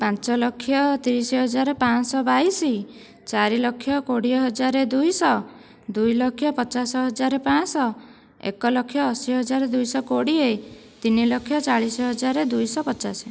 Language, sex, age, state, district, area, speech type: Odia, female, 30-45, Odisha, Dhenkanal, rural, spontaneous